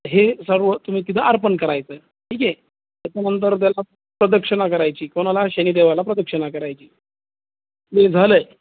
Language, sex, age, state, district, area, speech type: Marathi, male, 30-45, Maharashtra, Jalna, urban, conversation